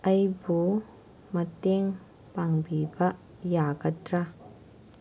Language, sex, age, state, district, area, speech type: Manipuri, female, 30-45, Manipur, Kangpokpi, urban, read